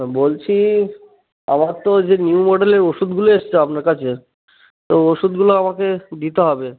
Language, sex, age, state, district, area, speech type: Bengali, male, 30-45, West Bengal, Cooch Behar, urban, conversation